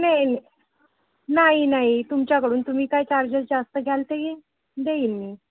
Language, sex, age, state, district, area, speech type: Marathi, female, 45-60, Maharashtra, Ratnagiri, rural, conversation